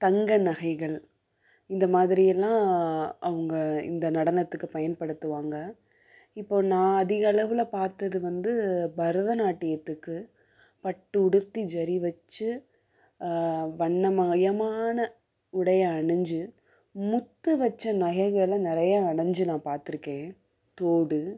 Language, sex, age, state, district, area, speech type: Tamil, female, 45-60, Tamil Nadu, Madurai, urban, spontaneous